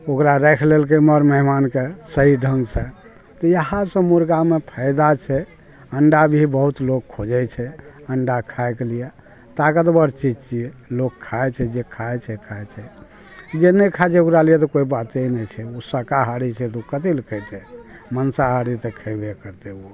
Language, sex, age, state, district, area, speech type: Maithili, male, 60+, Bihar, Araria, rural, spontaneous